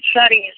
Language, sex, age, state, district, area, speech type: Tamil, female, 18-30, Tamil Nadu, Cuddalore, rural, conversation